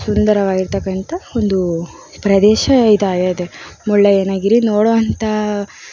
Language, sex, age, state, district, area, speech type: Kannada, female, 18-30, Karnataka, Davanagere, urban, spontaneous